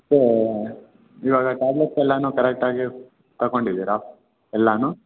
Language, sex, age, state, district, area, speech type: Kannada, male, 18-30, Karnataka, Chikkaballapur, rural, conversation